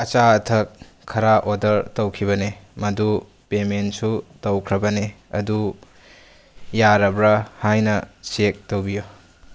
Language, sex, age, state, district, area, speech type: Manipuri, male, 18-30, Manipur, Bishnupur, rural, spontaneous